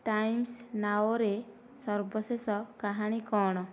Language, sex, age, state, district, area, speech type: Odia, female, 18-30, Odisha, Nayagarh, rural, read